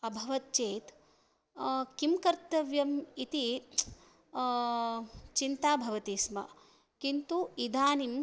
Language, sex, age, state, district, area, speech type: Sanskrit, female, 30-45, Karnataka, Shimoga, rural, spontaneous